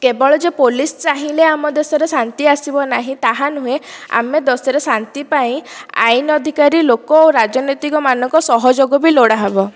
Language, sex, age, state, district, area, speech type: Odia, female, 30-45, Odisha, Dhenkanal, rural, spontaneous